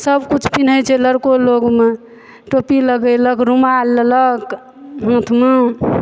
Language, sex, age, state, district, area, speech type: Maithili, female, 45-60, Bihar, Supaul, rural, spontaneous